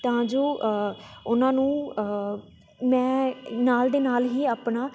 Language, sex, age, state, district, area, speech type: Punjabi, female, 18-30, Punjab, Tarn Taran, urban, spontaneous